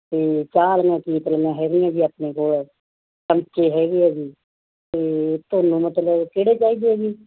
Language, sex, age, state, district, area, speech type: Punjabi, female, 45-60, Punjab, Muktsar, urban, conversation